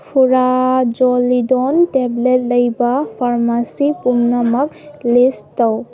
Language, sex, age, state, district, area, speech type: Manipuri, female, 18-30, Manipur, Kangpokpi, urban, read